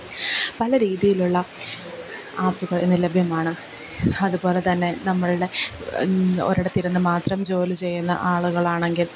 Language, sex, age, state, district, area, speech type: Malayalam, female, 18-30, Kerala, Pathanamthitta, rural, spontaneous